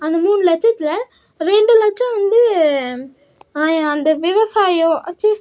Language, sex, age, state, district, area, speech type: Tamil, female, 18-30, Tamil Nadu, Cuddalore, rural, spontaneous